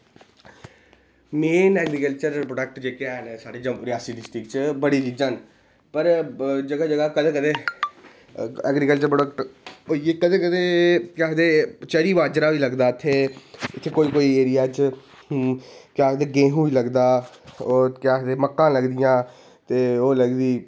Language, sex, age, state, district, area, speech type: Dogri, male, 18-30, Jammu and Kashmir, Reasi, rural, spontaneous